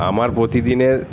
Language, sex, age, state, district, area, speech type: Bengali, male, 45-60, West Bengal, Paschim Bardhaman, urban, spontaneous